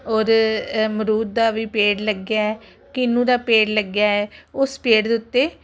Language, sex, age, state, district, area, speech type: Punjabi, female, 45-60, Punjab, Ludhiana, urban, spontaneous